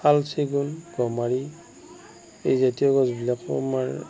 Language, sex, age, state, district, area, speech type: Assamese, male, 60+, Assam, Darrang, rural, spontaneous